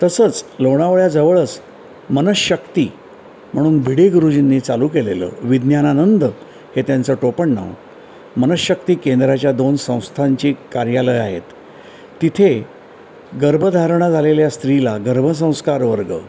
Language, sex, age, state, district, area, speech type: Marathi, male, 60+, Maharashtra, Mumbai Suburban, urban, spontaneous